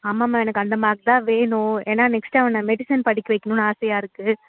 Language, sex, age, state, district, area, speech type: Tamil, female, 30-45, Tamil Nadu, Cuddalore, urban, conversation